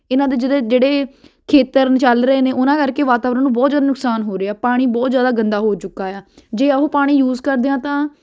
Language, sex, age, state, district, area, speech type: Punjabi, female, 18-30, Punjab, Ludhiana, urban, spontaneous